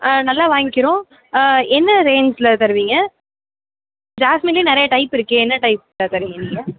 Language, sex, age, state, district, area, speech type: Tamil, male, 18-30, Tamil Nadu, Sivaganga, rural, conversation